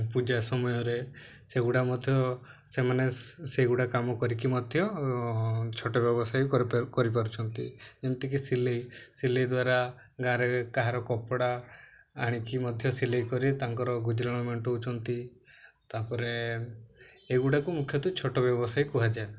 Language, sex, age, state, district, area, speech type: Odia, male, 18-30, Odisha, Mayurbhanj, rural, spontaneous